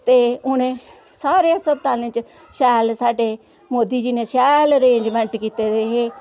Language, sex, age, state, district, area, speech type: Dogri, female, 45-60, Jammu and Kashmir, Samba, rural, spontaneous